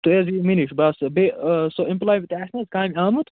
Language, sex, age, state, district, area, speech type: Kashmiri, male, 45-60, Jammu and Kashmir, Budgam, urban, conversation